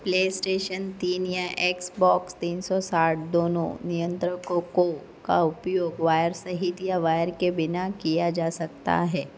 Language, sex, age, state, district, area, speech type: Hindi, female, 45-60, Madhya Pradesh, Harda, urban, read